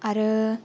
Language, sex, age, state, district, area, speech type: Bodo, female, 18-30, Assam, Kokrajhar, rural, spontaneous